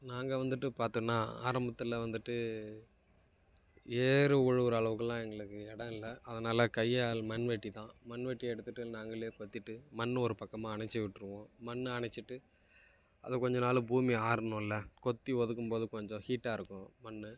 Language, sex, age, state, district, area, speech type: Tamil, male, 18-30, Tamil Nadu, Kallakurichi, rural, spontaneous